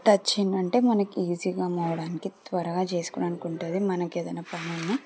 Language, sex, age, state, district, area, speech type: Telugu, female, 30-45, Telangana, Medchal, urban, spontaneous